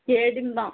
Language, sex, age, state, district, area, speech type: Tamil, female, 30-45, Tamil Nadu, Tirupattur, rural, conversation